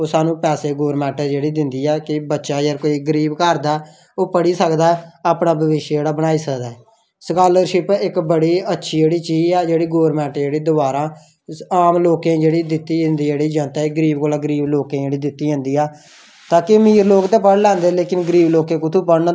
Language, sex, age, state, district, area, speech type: Dogri, male, 18-30, Jammu and Kashmir, Samba, rural, spontaneous